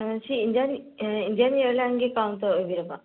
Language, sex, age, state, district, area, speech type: Manipuri, female, 45-60, Manipur, Bishnupur, rural, conversation